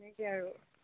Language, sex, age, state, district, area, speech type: Assamese, female, 18-30, Assam, Kamrup Metropolitan, urban, conversation